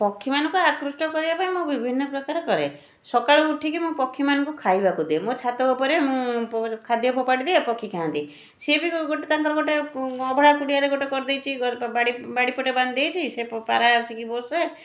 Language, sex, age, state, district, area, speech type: Odia, female, 45-60, Odisha, Puri, urban, spontaneous